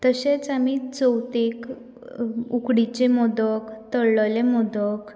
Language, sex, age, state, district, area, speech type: Goan Konkani, female, 18-30, Goa, Canacona, rural, spontaneous